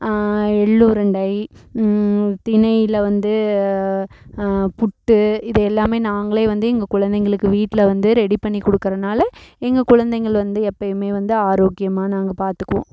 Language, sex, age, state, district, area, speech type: Tamil, female, 30-45, Tamil Nadu, Namakkal, rural, spontaneous